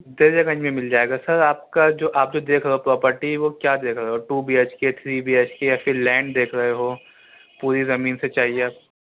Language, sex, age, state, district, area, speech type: Urdu, male, 18-30, Delhi, South Delhi, urban, conversation